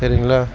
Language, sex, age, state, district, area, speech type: Tamil, male, 60+, Tamil Nadu, Mayiladuthurai, rural, spontaneous